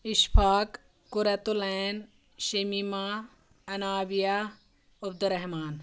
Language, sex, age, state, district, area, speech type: Kashmiri, female, 30-45, Jammu and Kashmir, Anantnag, rural, spontaneous